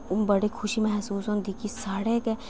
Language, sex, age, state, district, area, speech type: Dogri, female, 18-30, Jammu and Kashmir, Udhampur, rural, spontaneous